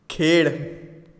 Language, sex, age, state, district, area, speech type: Goan Konkani, male, 18-30, Goa, Tiswadi, rural, read